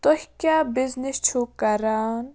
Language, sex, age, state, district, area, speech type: Kashmiri, female, 30-45, Jammu and Kashmir, Bandipora, rural, spontaneous